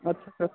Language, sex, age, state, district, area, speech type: Urdu, male, 18-30, Uttar Pradesh, Gautam Buddha Nagar, rural, conversation